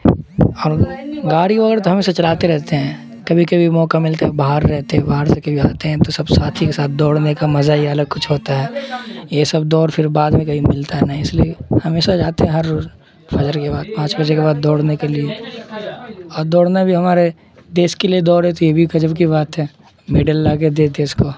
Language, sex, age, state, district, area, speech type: Urdu, male, 18-30, Bihar, Supaul, rural, spontaneous